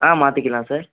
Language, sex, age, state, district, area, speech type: Tamil, male, 18-30, Tamil Nadu, Thanjavur, rural, conversation